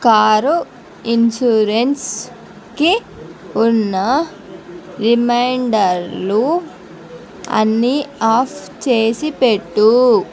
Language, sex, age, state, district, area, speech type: Telugu, female, 45-60, Andhra Pradesh, Visakhapatnam, rural, read